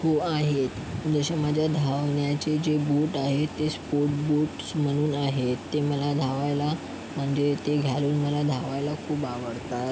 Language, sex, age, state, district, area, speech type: Marathi, male, 45-60, Maharashtra, Yavatmal, urban, spontaneous